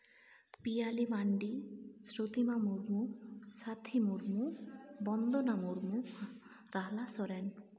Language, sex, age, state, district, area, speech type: Santali, female, 18-30, West Bengal, Jhargram, rural, spontaneous